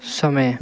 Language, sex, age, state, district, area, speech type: Hindi, male, 30-45, Madhya Pradesh, Hoshangabad, urban, read